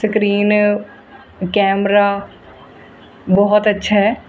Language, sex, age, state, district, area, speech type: Punjabi, female, 30-45, Punjab, Mohali, rural, spontaneous